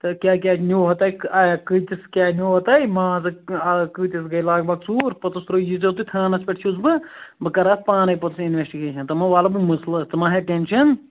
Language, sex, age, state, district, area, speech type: Kashmiri, male, 18-30, Jammu and Kashmir, Ganderbal, rural, conversation